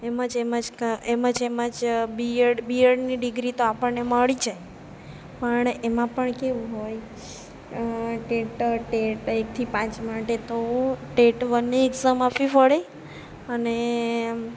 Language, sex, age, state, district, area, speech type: Gujarati, female, 30-45, Gujarat, Narmada, rural, spontaneous